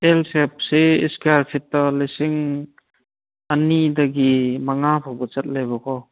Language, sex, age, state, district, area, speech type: Manipuri, male, 30-45, Manipur, Thoubal, rural, conversation